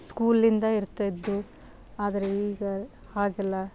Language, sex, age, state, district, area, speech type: Kannada, female, 30-45, Karnataka, Bidar, urban, spontaneous